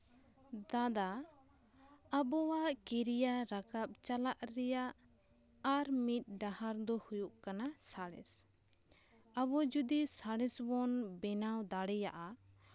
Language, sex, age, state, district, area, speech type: Santali, female, 18-30, West Bengal, Bankura, rural, spontaneous